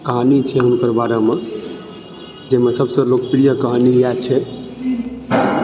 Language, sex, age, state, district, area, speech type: Maithili, male, 18-30, Bihar, Supaul, urban, spontaneous